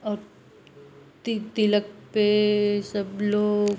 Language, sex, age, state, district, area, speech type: Hindi, female, 30-45, Uttar Pradesh, Ghazipur, rural, spontaneous